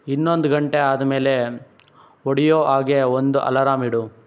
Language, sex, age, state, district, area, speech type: Kannada, male, 18-30, Karnataka, Chikkaballapur, rural, read